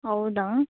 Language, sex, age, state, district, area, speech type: Kannada, female, 18-30, Karnataka, Chikkaballapur, rural, conversation